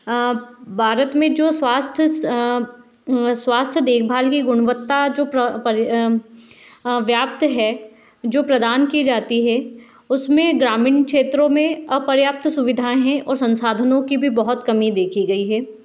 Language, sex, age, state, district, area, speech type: Hindi, female, 30-45, Madhya Pradesh, Indore, urban, spontaneous